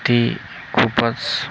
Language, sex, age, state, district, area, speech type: Marathi, male, 30-45, Maharashtra, Amravati, urban, spontaneous